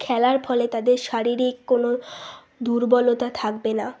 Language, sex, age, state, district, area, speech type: Bengali, female, 18-30, West Bengal, Bankura, urban, spontaneous